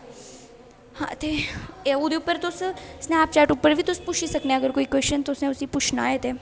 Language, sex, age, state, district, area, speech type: Dogri, female, 18-30, Jammu and Kashmir, Jammu, rural, spontaneous